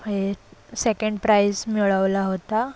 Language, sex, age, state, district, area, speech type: Marathi, female, 18-30, Maharashtra, Solapur, urban, spontaneous